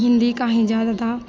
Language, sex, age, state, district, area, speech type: Hindi, female, 18-30, Bihar, Madhepura, rural, spontaneous